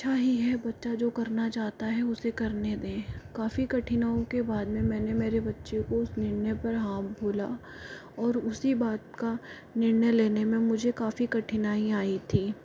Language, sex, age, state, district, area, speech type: Hindi, female, 45-60, Rajasthan, Jaipur, urban, spontaneous